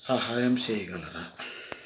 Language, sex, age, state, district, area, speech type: Telugu, male, 45-60, Andhra Pradesh, Krishna, rural, read